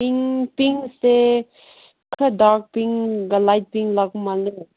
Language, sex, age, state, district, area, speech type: Manipuri, female, 18-30, Manipur, Kangpokpi, rural, conversation